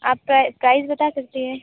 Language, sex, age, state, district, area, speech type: Hindi, female, 30-45, Uttar Pradesh, Sonbhadra, rural, conversation